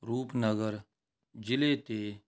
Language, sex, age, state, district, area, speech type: Punjabi, male, 45-60, Punjab, Rupnagar, urban, spontaneous